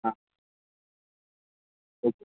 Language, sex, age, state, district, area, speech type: Marathi, male, 18-30, Maharashtra, Kolhapur, urban, conversation